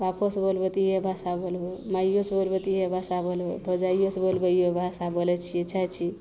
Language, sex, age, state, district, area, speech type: Maithili, female, 18-30, Bihar, Madhepura, rural, spontaneous